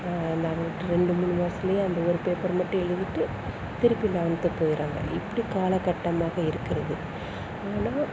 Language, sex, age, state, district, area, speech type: Tamil, female, 30-45, Tamil Nadu, Perambalur, rural, spontaneous